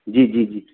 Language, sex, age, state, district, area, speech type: Sindhi, male, 30-45, Gujarat, Kutch, rural, conversation